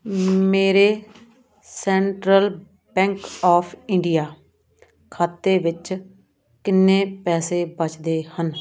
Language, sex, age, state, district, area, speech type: Punjabi, female, 30-45, Punjab, Muktsar, urban, read